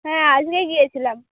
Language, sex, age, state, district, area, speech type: Bengali, female, 30-45, West Bengal, Purba Medinipur, rural, conversation